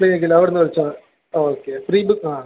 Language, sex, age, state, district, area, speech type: Malayalam, male, 18-30, Kerala, Kasaragod, rural, conversation